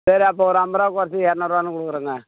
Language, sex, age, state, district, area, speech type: Tamil, male, 45-60, Tamil Nadu, Tiruvannamalai, rural, conversation